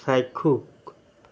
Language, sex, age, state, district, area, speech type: Assamese, male, 60+, Assam, Charaideo, urban, read